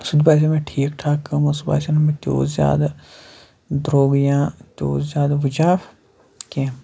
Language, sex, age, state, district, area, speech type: Kashmiri, male, 18-30, Jammu and Kashmir, Shopian, rural, spontaneous